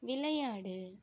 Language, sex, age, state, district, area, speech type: Tamil, female, 45-60, Tamil Nadu, Tiruchirappalli, rural, read